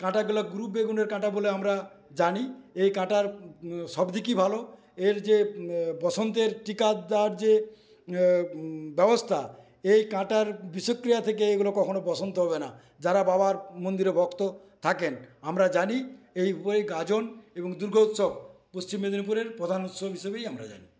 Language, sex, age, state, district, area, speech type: Bengali, male, 60+, West Bengal, Paschim Medinipur, rural, spontaneous